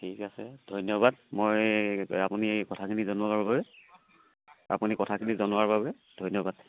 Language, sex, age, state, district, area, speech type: Assamese, male, 45-60, Assam, Charaideo, rural, conversation